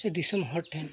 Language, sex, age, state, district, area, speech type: Santali, male, 60+, Odisha, Mayurbhanj, rural, spontaneous